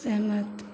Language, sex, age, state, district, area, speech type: Hindi, female, 18-30, Uttar Pradesh, Chandauli, rural, read